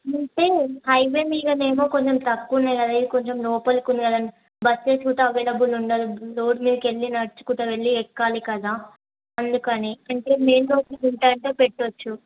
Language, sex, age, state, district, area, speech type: Telugu, female, 18-30, Telangana, Yadadri Bhuvanagiri, urban, conversation